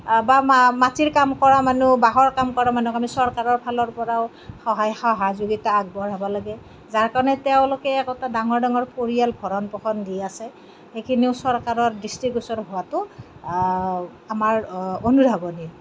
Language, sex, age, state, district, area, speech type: Assamese, female, 30-45, Assam, Kamrup Metropolitan, urban, spontaneous